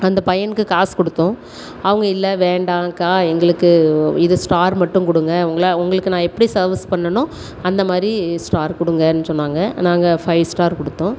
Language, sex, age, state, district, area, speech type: Tamil, female, 30-45, Tamil Nadu, Thoothukudi, urban, spontaneous